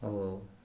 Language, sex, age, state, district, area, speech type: Odia, male, 18-30, Odisha, Ganjam, urban, spontaneous